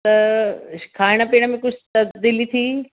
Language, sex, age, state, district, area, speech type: Sindhi, female, 45-60, Maharashtra, Akola, urban, conversation